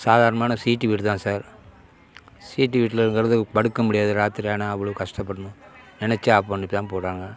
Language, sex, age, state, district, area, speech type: Tamil, male, 60+, Tamil Nadu, Kallakurichi, urban, spontaneous